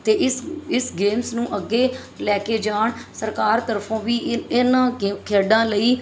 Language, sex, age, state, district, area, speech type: Punjabi, female, 30-45, Punjab, Mansa, urban, spontaneous